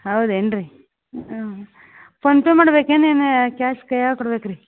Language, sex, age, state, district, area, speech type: Kannada, female, 30-45, Karnataka, Gadag, urban, conversation